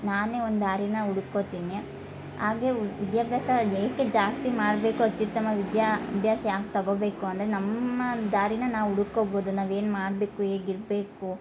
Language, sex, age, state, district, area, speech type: Kannada, female, 30-45, Karnataka, Hassan, rural, spontaneous